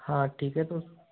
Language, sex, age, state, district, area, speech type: Hindi, male, 30-45, Rajasthan, Jodhpur, urban, conversation